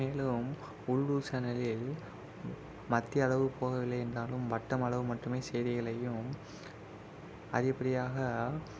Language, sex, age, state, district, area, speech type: Tamil, male, 18-30, Tamil Nadu, Virudhunagar, urban, spontaneous